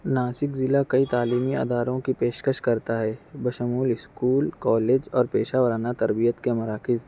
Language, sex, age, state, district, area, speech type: Urdu, male, 18-30, Maharashtra, Nashik, urban, spontaneous